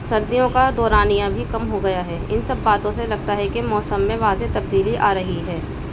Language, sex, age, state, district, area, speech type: Urdu, female, 30-45, Uttar Pradesh, Balrampur, urban, spontaneous